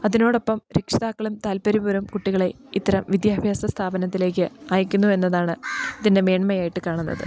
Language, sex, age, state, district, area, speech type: Malayalam, female, 30-45, Kerala, Idukki, rural, spontaneous